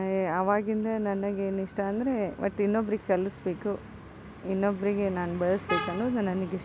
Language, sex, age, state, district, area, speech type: Kannada, female, 45-60, Karnataka, Gadag, rural, spontaneous